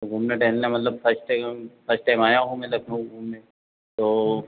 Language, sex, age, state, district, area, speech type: Hindi, male, 45-60, Uttar Pradesh, Lucknow, rural, conversation